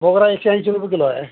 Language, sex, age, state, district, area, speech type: Marathi, male, 60+, Maharashtra, Nanded, rural, conversation